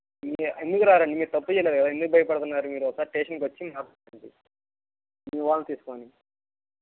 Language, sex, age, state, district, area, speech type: Telugu, male, 18-30, Andhra Pradesh, Guntur, rural, conversation